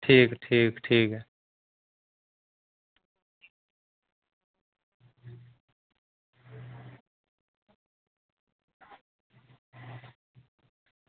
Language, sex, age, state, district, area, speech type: Dogri, male, 30-45, Jammu and Kashmir, Reasi, rural, conversation